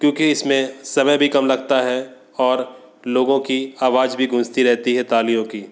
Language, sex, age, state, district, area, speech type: Hindi, male, 30-45, Madhya Pradesh, Katni, urban, spontaneous